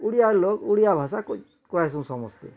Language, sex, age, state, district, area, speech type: Odia, male, 60+, Odisha, Bargarh, urban, spontaneous